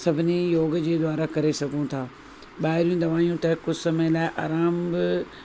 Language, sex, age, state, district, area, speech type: Sindhi, female, 45-60, Rajasthan, Ajmer, urban, spontaneous